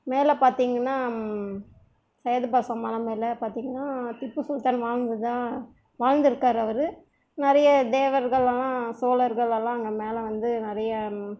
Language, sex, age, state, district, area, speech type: Tamil, female, 30-45, Tamil Nadu, Krishnagiri, rural, spontaneous